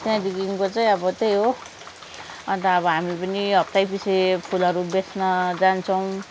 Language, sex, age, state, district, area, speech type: Nepali, female, 30-45, West Bengal, Kalimpong, rural, spontaneous